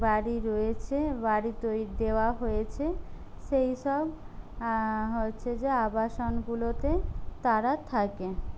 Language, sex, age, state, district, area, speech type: Bengali, female, 30-45, West Bengal, Jhargram, rural, spontaneous